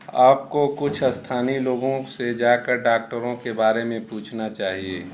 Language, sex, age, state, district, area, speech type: Hindi, male, 45-60, Uttar Pradesh, Mau, urban, read